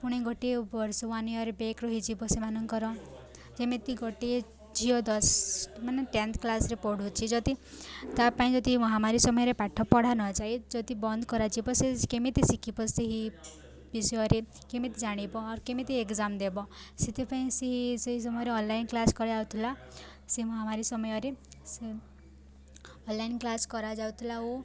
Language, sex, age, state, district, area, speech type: Odia, female, 18-30, Odisha, Subarnapur, urban, spontaneous